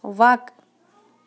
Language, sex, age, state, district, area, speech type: Kashmiri, female, 30-45, Jammu and Kashmir, Shopian, urban, read